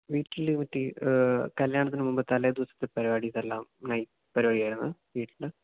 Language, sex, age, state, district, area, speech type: Malayalam, male, 18-30, Kerala, Idukki, rural, conversation